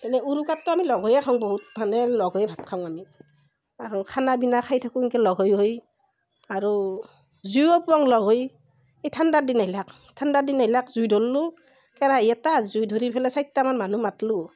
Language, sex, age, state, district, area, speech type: Assamese, female, 45-60, Assam, Barpeta, rural, spontaneous